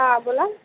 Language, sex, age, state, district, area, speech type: Marathi, female, 18-30, Maharashtra, Mumbai Suburban, urban, conversation